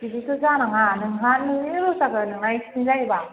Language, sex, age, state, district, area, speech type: Bodo, female, 18-30, Assam, Baksa, rural, conversation